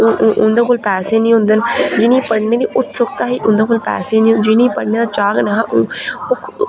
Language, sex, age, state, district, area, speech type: Dogri, female, 18-30, Jammu and Kashmir, Reasi, rural, spontaneous